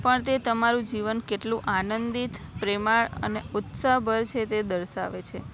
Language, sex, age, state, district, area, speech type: Gujarati, female, 18-30, Gujarat, Anand, urban, spontaneous